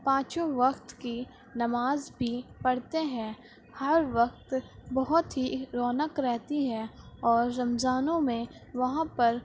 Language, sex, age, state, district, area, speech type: Urdu, female, 18-30, Uttar Pradesh, Gautam Buddha Nagar, rural, spontaneous